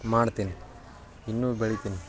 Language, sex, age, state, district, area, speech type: Kannada, male, 18-30, Karnataka, Dharwad, rural, spontaneous